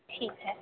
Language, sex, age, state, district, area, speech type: Hindi, female, 18-30, Uttar Pradesh, Sonbhadra, rural, conversation